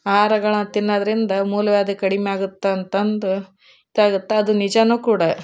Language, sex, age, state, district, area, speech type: Kannada, female, 30-45, Karnataka, Koppal, urban, spontaneous